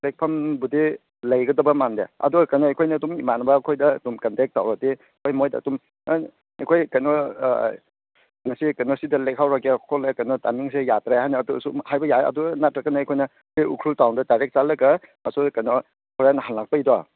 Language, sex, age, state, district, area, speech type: Manipuri, male, 30-45, Manipur, Ukhrul, rural, conversation